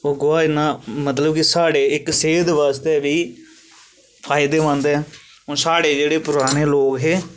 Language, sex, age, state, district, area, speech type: Dogri, male, 18-30, Jammu and Kashmir, Reasi, rural, spontaneous